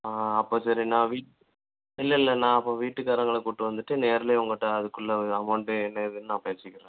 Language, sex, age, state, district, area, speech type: Tamil, male, 18-30, Tamil Nadu, Thoothukudi, rural, conversation